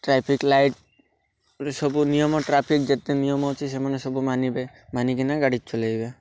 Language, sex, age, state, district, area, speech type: Odia, male, 18-30, Odisha, Malkangiri, urban, spontaneous